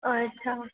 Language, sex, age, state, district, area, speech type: Gujarati, female, 18-30, Gujarat, Surat, urban, conversation